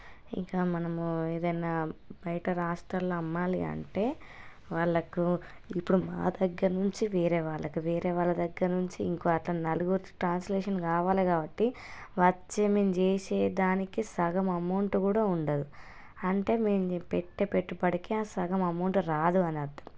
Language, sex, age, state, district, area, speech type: Telugu, female, 30-45, Telangana, Hanamkonda, rural, spontaneous